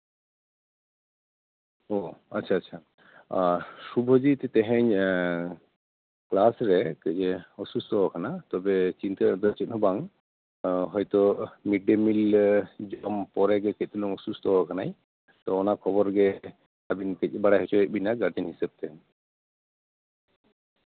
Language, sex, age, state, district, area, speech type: Santali, male, 30-45, West Bengal, Paschim Bardhaman, urban, conversation